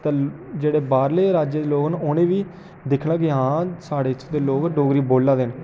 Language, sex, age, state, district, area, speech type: Dogri, male, 18-30, Jammu and Kashmir, Jammu, urban, spontaneous